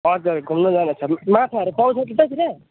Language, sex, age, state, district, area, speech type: Nepali, male, 18-30, West Bengal, Jalpaiguri, rural, conversation